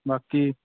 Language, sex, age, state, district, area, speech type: Dogri, male, 18-30, Jammu and Kashmir, Udhampur, rural, conversation